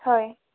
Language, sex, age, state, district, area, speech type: Assamese, female, 18-30, Assam, Darrang, rural, conversation